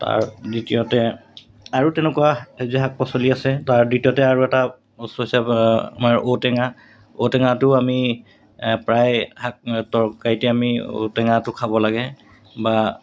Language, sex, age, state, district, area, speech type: Assamese, male, 45-60, Assam, Golaghat, urban, spontaneous